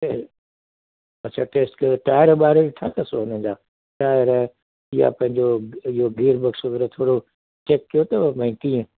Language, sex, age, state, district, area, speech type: Sindhi, male, 60+, Delhi, South Delhi, rural, conversation